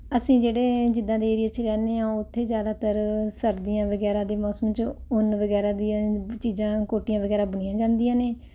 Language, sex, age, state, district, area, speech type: Punjabi, female, 45-60, Punjab, Ludhiana, urban, spontaneous